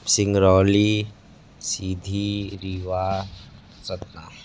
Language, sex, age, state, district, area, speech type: Hindi, male, 18-30, Uttar Pradesh, Sonbhadra, rural, spontaneous